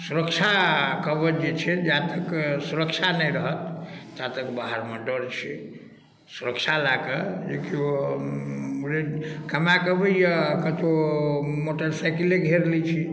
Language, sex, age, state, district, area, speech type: Maithili, male, 45-60, Bihar, Darbhanga, rural, spontaneous